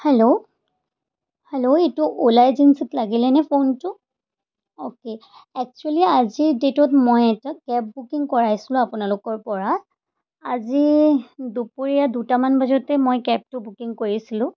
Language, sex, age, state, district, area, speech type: Assamese, female, 30-45, Assam, Charaideo, urban, spontaneous